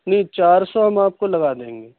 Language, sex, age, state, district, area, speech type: Urdu, male, 45-60, Delhi, Central Delhi, urban, conversation